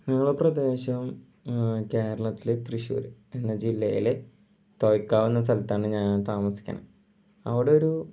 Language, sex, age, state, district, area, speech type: Malayalam, male, 18-30, Kerala, Thrissur, rural, spontaneous